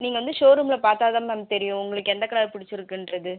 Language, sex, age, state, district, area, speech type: Tamil, female, 18-30, Tamil Nadu, Viluppuram, urban, conversation